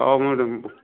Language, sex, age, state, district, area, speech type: Odia, male, 60+, Odisha, Jharsuguda, rural, conversation